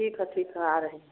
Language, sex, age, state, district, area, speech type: Hindi, female, 60+, Uttar Pradesh, Varanasi, rural, conversation